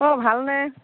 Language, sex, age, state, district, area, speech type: Assamese, female, 45-60, Assam, Nagaon, rural, conversation